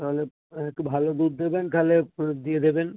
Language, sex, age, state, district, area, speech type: Bengali, male, 45-60, West Bengal, Birbhum, urban, conversation